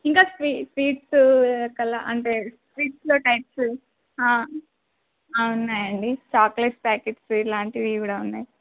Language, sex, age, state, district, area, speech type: Telugu, female, 18-30, Telangana, Adilabad, rural, conversation